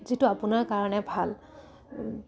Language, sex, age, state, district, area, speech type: Assamese, female, 18-30, Assam, Dibrugarh, rural, spontaneous